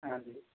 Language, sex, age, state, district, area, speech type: Hindi, male, 45-60, Rajasthan, Karauli, rural, conversation